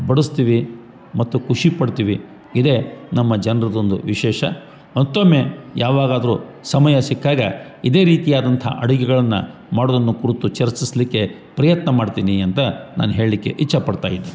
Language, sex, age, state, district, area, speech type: Kannada, male, 45-60, Karnataka, Gadag, rural, spontaneous